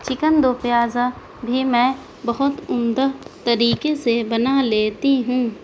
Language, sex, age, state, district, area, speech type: Urdu, female, 18-30, Delhi, South Delhi, rural, spontaneous